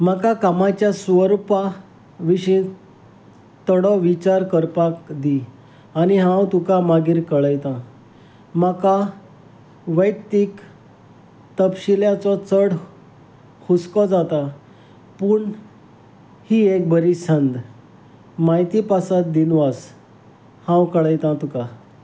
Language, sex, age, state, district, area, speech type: Goan Konkani, male, 45-60, Goa, Salcete, rural, read